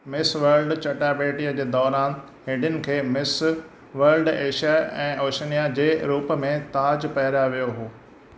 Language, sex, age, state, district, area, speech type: Sindhi, male, 60+, Maharashtra, Thane, urban, read